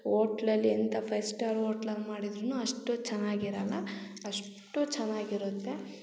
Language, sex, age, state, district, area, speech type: Kannada, female, 30-45, Karnataka, Hassan, urban, spontaneous